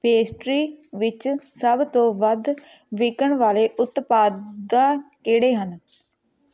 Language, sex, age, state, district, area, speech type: Punjabi, female, 18-30, Punjab, Patiala, rural, read